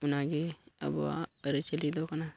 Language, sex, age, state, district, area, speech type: Santali, male, 18-30, Jharkhand, Pakur, rural, spontaneous